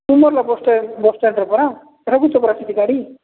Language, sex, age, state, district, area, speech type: Odia, male, 45-60, Odisha, Nabarangpur, rural, conversation